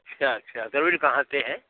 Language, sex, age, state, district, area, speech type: Hindi, male, 60+, Uttar Pradesh, Hardoi, rural, conversation